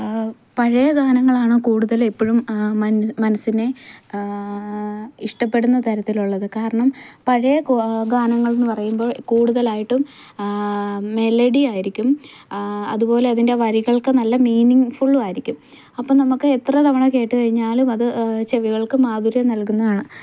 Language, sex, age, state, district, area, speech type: Malayalam, female, 18-30, Kerala, Idukki, rural, spontaneous